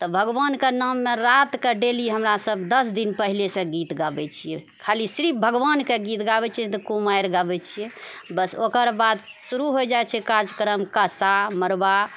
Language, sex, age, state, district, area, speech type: Maithili, female, 45-60, Bihar, Purnia, rural, spontaneous